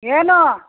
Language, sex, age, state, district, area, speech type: Kannada, female, 60+, Karnataka, Mysore, rural, conversation